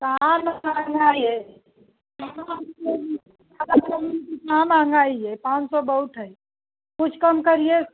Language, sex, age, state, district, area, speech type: Hindi, female, 45-60, Uttar Pradesh, Mau, rural, conversation